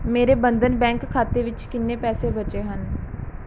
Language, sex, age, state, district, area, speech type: Punjabi, female, 18-30, Punjab, Mohali, rural, read